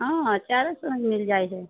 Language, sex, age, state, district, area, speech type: Maithili, female, 60+, Bihar, Muzaffarpur, urban, conversation